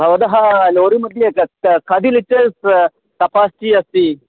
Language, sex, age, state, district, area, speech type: Sanskrit, male, 45-60, Kerala, Kollam, rural, conversation